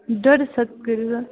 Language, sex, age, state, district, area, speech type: Kashmiri, female, 18-30, Jammu and Kashmir, Bandipora, rural, conversation